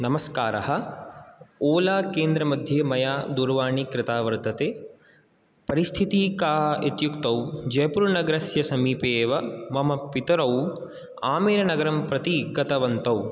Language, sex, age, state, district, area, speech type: Sanskrit, male, 18-30, Rajasthan, Jaipur, urban, spontaneous